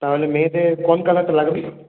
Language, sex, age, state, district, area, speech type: Bengali, male, 18-30, West Bengal, Purulia, urban, conversation